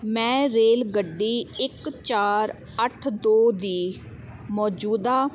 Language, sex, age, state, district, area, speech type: Punjabi, female, 30-45, Punjab, Kapurthala, urban, read